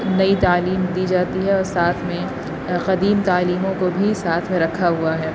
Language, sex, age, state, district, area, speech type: Urdu, female, 30-45, Uttar Pradesh, Aligarh, urban, spontaneous